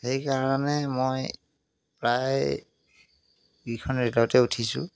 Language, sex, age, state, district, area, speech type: Assamese, male, 30-45, Assam, Jorhat, urban, spontaneous